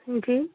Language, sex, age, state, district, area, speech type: Hindi, female, 45-60, Uttar Pradesh, Jaunpur, rural, conversation